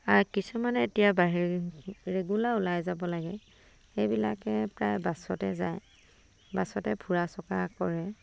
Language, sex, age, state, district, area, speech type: Assamese, female, 30-45, Assam, Dibrugarh, rural, spontaneous